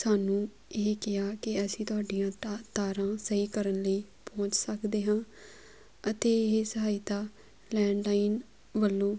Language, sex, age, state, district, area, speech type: Punjabi, female, 18-30, Punjab, Muktsar, rural, spontaneous